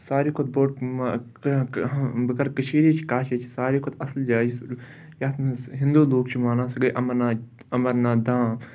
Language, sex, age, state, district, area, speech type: Kashmiri, male, 18-30, Jammu and Kashmir, Ganderbal, rural, spontaneous